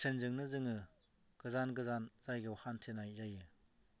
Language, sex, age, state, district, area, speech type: Bodo, male, 45-60, Assam, Baksa, rural, spontaneous